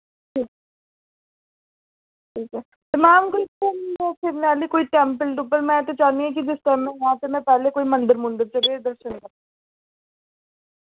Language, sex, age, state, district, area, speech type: Dogri, female, 18-30, Jammu and Kashmir, Jammu, urban, conversation